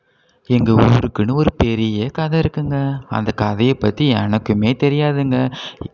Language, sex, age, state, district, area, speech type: Tamil, male, 18-30, Tamil Nadu, Cuddalore, rural, spontaneous